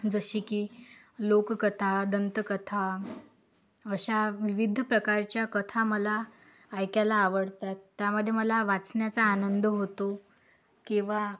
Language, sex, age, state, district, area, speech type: Marathi, female, 18-30, Maharashtra, Akola, urban, spontaneous